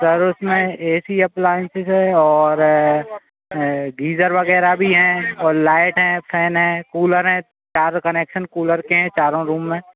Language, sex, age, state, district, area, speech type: Hindi, male, 18-30, Madhya Pradesh, Hoshangabad, urban, conversation